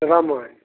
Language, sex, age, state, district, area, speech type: Maithili, male, 60+, Bihar, Begusarai, urban, conversation